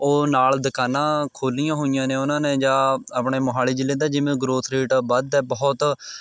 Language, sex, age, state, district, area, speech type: Punjabi, male, 18-30, Punjab, Mohali, rural, spontaneous